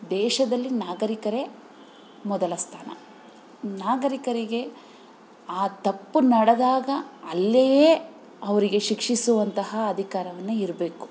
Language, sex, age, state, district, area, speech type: Kannada, female, 30-45, Karnataka, Bangalore Rural, rural, spontaneous